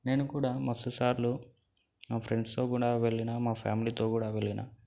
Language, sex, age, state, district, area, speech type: Telugu, male, 18-30, Telangana, Nalgonda, urban, spontaneous